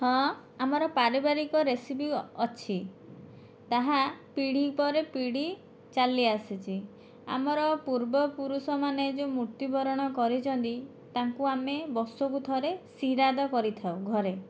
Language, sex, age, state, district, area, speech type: Odia, female, 60+, Odisha, Kandhamal, rural, spontaneous